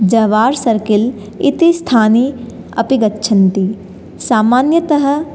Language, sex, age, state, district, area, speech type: Sanskrit, female, 18-30, Rajasthan, Jaipur, urban, spontaneous